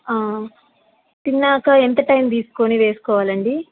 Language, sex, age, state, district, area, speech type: Telugu, female, 18-30, Andhra Pradesh, Nellore, rural, conversation